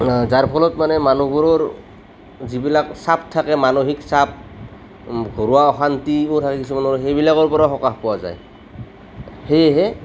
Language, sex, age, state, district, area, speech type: Assamese, male, 30-45, Assam, Nalbari, rural, spontaneous